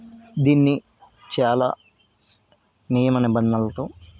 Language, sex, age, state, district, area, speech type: Telugu, male, 60+, Andhra Pradesh, Vizianagaram, rural, spontaneous